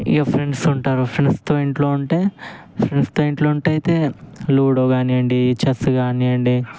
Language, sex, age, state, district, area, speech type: Telugu, male, 18-30, Telangana, Ranga Reddy, urban, spontaneous